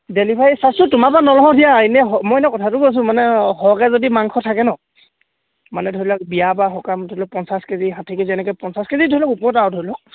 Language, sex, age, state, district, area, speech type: Assamese, male, 18-30, Assam, Sivasagar, rural, conversation